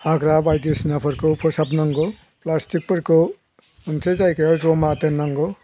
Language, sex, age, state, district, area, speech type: Bodo, male, 60+, Assam, Chirang, rural, spontaneous